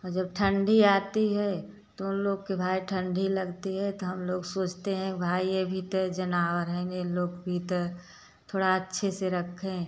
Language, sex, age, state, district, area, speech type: Hindi, female, 45-60, Uttar Pradesh, Prayagraj, urban, spontaneous